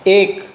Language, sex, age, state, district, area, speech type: Goan Konkani, male, 60+, Goa, Tiswadi, rural, spontaneous